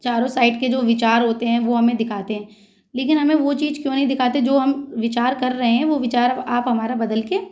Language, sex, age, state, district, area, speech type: Hindi, female, 30-45, Madhya Pradesh, Gwalior, rural, spontaneous